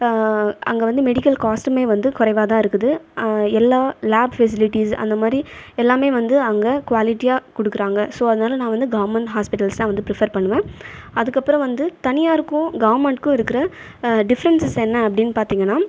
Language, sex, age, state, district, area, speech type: Tamil, female, 30-45, Tamil Nadu, Viluppuram, rural, spontaneous